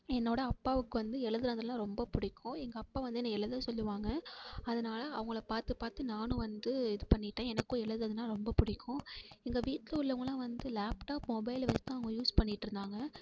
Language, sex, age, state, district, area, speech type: Tamil, female, 18-30, Tamil Nadu, Mayiladuthurai, urban, spontaneous